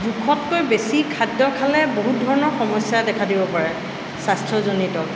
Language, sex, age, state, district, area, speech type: Assamese, female, 45-60, Assam, Tinsukia, rural, spontaneous